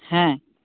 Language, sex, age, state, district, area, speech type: Santali, male, 18-30, West Bengal, Purulia, rural, conversation